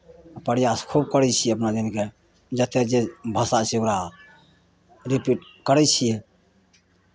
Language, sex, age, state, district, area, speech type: Maithili, male, 60+, Bihar, Madhepura, rural, spontaneous